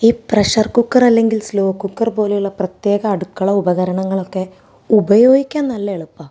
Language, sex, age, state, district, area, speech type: Malayalam, female, 30-45, Kerala, Thrissur, urban, spontaneous